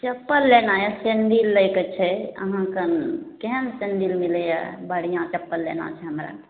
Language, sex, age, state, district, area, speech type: Maithili, female, 18-30, Bihar, Araria, rural, conversation